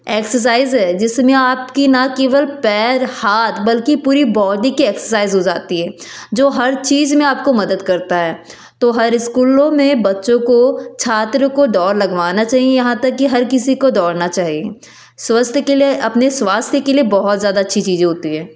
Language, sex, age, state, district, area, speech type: Hindi, female, 30-45, Madhya Pradesh, Betul, urban, spontaneous